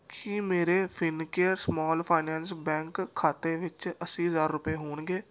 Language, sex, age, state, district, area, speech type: Punjabi, male, 18-30, Punjab, Gurdaspur, urban, read